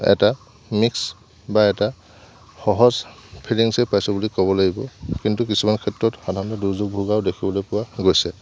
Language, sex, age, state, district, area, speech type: Assamese, male, 18-30, Assam, Lakhimpur, rural, spontaneous